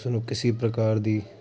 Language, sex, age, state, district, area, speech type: Punjabi, male, 18-30, Punjab, Hoshiarpur, rural, spontaneous